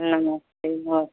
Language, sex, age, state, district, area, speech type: Hindi, female, 60+, Uttar Pradesh, Mau, rural, conversation